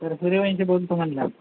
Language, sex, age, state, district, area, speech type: Marathi, male, 45-60, Maharashtra, Nanded, rural, conversation